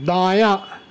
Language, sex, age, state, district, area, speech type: Urdu, male, 60+, Maharashtra, Nashik, urban, read